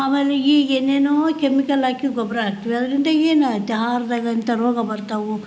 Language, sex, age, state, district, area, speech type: Kannada, female, 60+, Karnataka, Koppal, rural, spontaneous